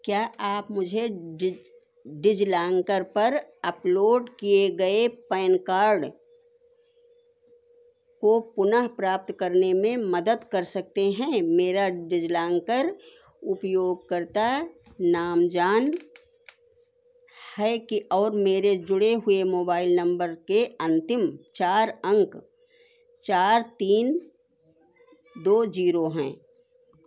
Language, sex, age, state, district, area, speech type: Hindi, female, 60+, Uttar Pradesh, Sitapur, rural, read